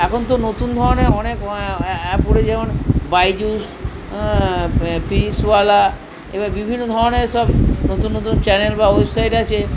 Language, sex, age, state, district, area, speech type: Bengali, male, 60+, West Bengal, Purba Bardhaman, urban, spontaneous